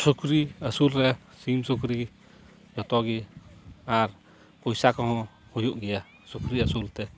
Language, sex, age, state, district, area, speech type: Santali, male, 30-45, West Bengal, Paschim Bardhaman, rural, spontaneous